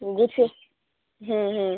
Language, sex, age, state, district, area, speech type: Bengali, female, 30-45, West Bengal, Hooghly, urban, conversation